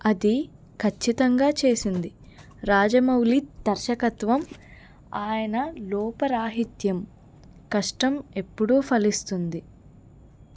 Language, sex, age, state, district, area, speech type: Telugu, female, 18-30, Telangana, Medak, rural, read